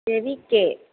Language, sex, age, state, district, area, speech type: Sanskrit, female, 18-30, Kerala, Kozhikode, rural, conversation